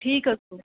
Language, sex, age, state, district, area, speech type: Kashmiri, female, 30-45, Jammu and Kashmir, Kupwara, rural, conversation